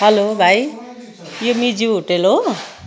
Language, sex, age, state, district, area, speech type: Nepali, female, 60+, West Bengal, Kalimpong, rural, spontaneous